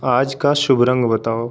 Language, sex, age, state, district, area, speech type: Hindi, male, 18-30, Delhi, New Delhi, urban, read